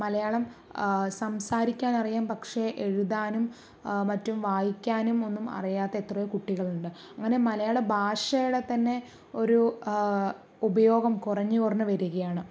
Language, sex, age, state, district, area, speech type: Malayalam, female, 30-45, Kerala, Palakkad, rural, spontaneous